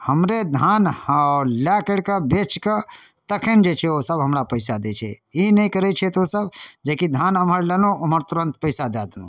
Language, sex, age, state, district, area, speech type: Maithili, male, 30-45, Bihar, Darbhanga, urban, spontaneous